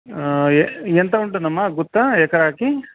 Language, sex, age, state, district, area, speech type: Telugu, male, 30-45, Andhra Pradesh, Kadapa, urban, conversation